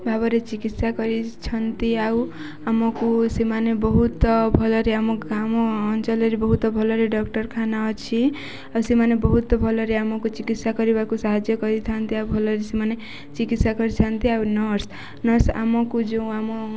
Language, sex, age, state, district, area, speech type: Odia, female, 18-30, Odisha, Nuapada, urban, spontaneous